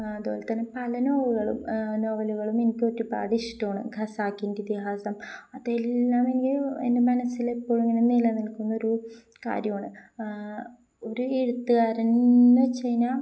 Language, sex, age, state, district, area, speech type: Malayalam, female, 18-30, Kerala, Kozhikode, rural, spontaneous